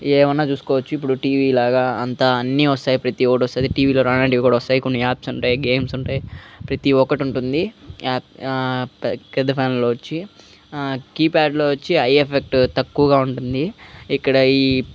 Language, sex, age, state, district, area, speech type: Telugu, male, 18-30, Andhra Pradesh, Eluru, urban, spontaneous